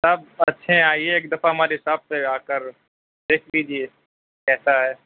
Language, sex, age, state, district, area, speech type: Urdu, male, 30-45, Uttar Pradesh, Mau, urban, conversation